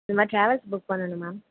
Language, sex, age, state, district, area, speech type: Tamil, female, 18-30, Tamil Nadu, Mayiladuthurai, urban, conversation